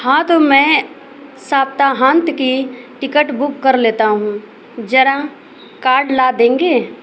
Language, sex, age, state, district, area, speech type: Hindi, female, 30-45, Uttar Pradesh, Azamgarh, rural, read